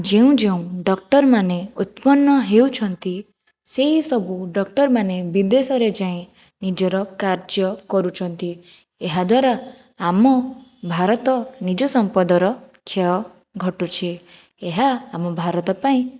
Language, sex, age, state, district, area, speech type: Odia, female, 45-60, Odisha, Jajpur, rural, spontaneous